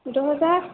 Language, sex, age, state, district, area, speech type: Urdu, female, 18-30, Uttar Pradesh, Ghaziabad, rural, conversation